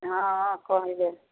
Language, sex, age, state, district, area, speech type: Maithili, female, 45-60, Bihar, Samastipur, rural, conversation